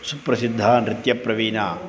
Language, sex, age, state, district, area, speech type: Sanskrit, male, 60+, Tamil Nadu, Tiruchirappalli, urban, spontaneous